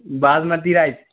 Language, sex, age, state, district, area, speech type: Hindi, male, 30-45, Madhya Pradesh, Gwalior, urban, conversation